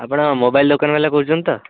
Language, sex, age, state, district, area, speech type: Odia, male, 18-30, Odisha, Cuttack, urban, conversation